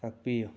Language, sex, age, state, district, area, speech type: Manipuri, male, 30-45, Manipur, Imphal West, rural, spontaneous